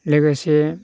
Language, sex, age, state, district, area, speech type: Bodo, male, 60+, Assam, Baksa, rural, spontaneous